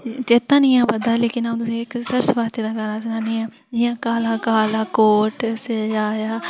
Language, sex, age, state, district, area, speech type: Dogri, female, 18-30, Jammu and Kashmir, Udhampur, rural, spontaneous